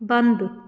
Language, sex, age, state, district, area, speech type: Punjabi, female, 30-45, Punjab, Patiala, urban, read